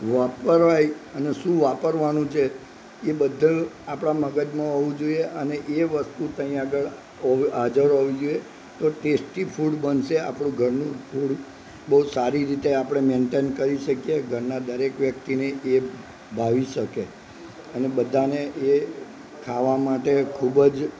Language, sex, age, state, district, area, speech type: Gujarati, male, 60+, Gujarat, Narmada, urban, spontaneous